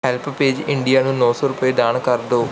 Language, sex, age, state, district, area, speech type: Punjabi, male, 30-45, Punjab, Barnala, rural, read